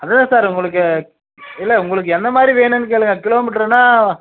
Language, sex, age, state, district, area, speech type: Tamil, male, 30-45, Tamil Nadu, Dharmapuri, urban, conversation